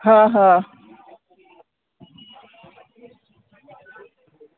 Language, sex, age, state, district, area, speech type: Gujarati, female, 45-60, Gujarat, Surat, urban, conversation